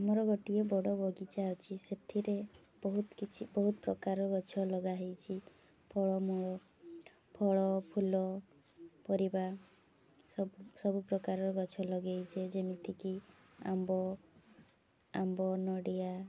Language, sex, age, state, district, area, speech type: Odia, female, 18-30, Odisha, Mayurbhanj, rural, spontaneous